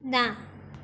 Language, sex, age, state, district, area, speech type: Gujarati, female, 18-30, Gujarat, Mehsana, rural, read